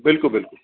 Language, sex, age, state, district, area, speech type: Dogri, male, 30-45, Jammu and Kashmir, Reasi, urban, conversation